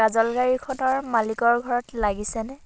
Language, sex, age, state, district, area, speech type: Assamese, female, 18-30, Assam, Dhemaji, rural, spontaneous